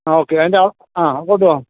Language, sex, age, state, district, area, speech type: Malayalam, male, 45-60, Kerala, Alappuzha, urban, conversation